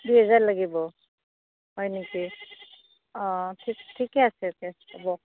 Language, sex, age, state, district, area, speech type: Assamese, female, 45-60, Assam, Barpeta, rural, conversation